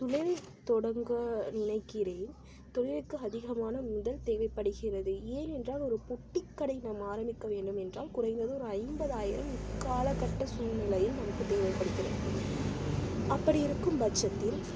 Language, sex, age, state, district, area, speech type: Tamil, female, 45-60, Tamil Nadu, Tiruvarur, rural, spontaneous